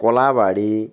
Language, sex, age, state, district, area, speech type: Bengali, male, 30-45, West Bengal, Alipurduar, rural, spontaneous